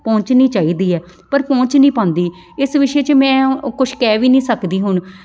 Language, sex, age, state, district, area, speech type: Punjabi, female, 30-45, Punjab, Amritsar, urban, spontaneous